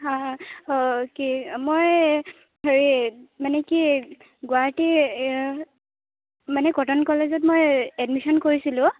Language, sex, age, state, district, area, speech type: Assamese, female, 18-30, Assam, Kamrup Metropolitan, rural, conversation